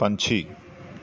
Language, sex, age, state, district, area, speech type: Punjabi, male, 30-45, Punjab, Kapurthala, urban, read